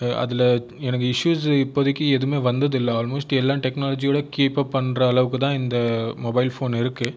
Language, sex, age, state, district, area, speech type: Tamil, male, 18-30, Tamil Nadu, Viluppuram, urban, spontaneous